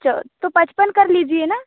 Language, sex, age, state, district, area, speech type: Hindi, female, 30-45, Madhya Pradesh, Balaghat, rural, conversation